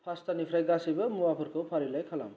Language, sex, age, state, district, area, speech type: Bodo, male, 18-30, Assam, Kokrajhar, rural, read